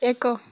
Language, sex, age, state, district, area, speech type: Odia, female, 18-30, Odisha, Kalahandi, rural, read